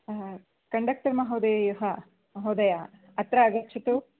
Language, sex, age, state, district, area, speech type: Sanskrit, female, 30-45, Karnataka, Dakshina Kannada, urban, conversation